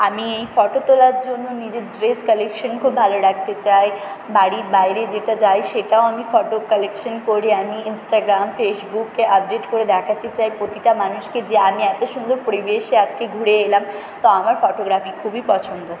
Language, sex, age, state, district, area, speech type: Bengali, female, 18-30, West Bengal, Purba Bardhaman, urban, spontaneous